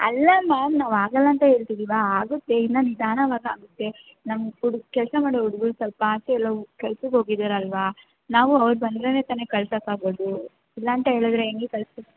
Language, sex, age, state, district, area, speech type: Kannada, female, 18-30, Karnataka, Bangalore Urban, urban, conversation